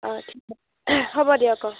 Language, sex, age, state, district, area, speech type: Assamese, female, 18-30, Assam, Golaghat, rural, conversation